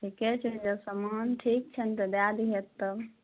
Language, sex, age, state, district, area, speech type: Maithili, female, 45-60, Bihar, Araria, rural, conversation